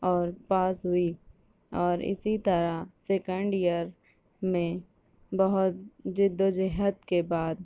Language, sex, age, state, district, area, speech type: Urdu, female, 18-30, Maharashtra, Nashik, urban, spontaneous